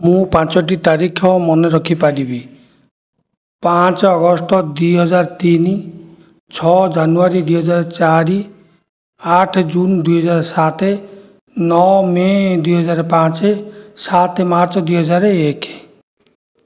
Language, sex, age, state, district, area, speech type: Odia, male, 60+, Odisha, Jajpur, rural, spontaneous